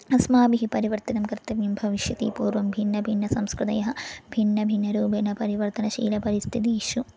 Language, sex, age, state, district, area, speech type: Sanskrit, female, 18-30, Kerala, Thrissur, rural, spontaneous